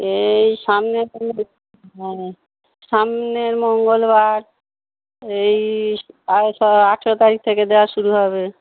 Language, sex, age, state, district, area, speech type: Bengali, female, 30-45, West Bengal, Howrah, urban, conversation